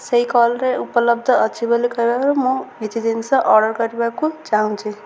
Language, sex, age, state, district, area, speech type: Odia, female, 18-30, Odisha, Ganjam, urban, spontaneous